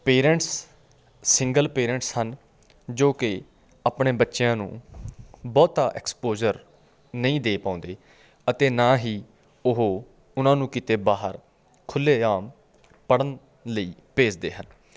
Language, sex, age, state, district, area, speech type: Punjabi, male, 30-45, Punjab, Patiala, rural, spontaneous